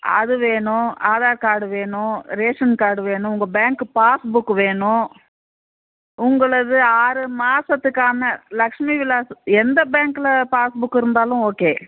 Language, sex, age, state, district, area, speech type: Tamil, female, 60+, Tamil Nadu, Dharmapuri, urban, conversation